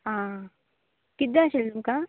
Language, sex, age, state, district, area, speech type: Goan Konkani, female, 18-30, Goa, Canacona, rural, conversation